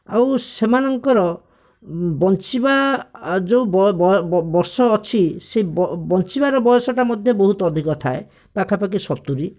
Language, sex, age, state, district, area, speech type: Odia, male, 18-30, Odisha, Bhadrak, rural, spontaneous